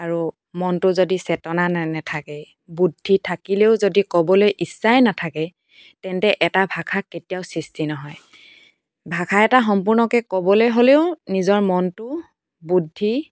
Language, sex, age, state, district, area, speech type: Assamese, female, 18-30, Assam, Tinsukia, urban, spontaneous